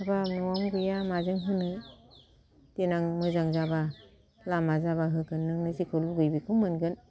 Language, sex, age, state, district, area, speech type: Bodo, female, 60+, Assam, Kokrajhar, urban, spontaneous